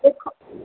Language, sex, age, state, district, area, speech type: Odia, female, 30-45, Odisha, Khordha, rural, conversation